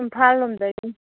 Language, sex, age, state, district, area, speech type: Manipuri, female, 45-60, Manipur, Churachandpur, rural, conversation